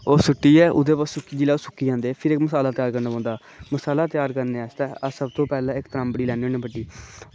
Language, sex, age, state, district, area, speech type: Dogri, male, 18-30, Jammu and Kashmir, Kathua, rural, spontaneous